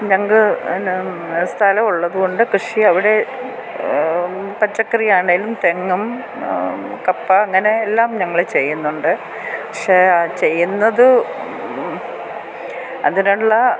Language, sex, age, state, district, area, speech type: Malayalam, female, 60+, Kerala, Kottayam, urban, spontaneous